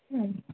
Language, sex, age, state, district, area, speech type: Kannada, female, 18-30, Karnataka, Hassan, urban, conversation